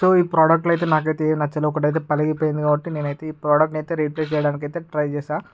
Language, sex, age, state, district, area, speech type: Telugu, male, 18-30, Andhra Pradesh, Srikakulam, urban, spontaneous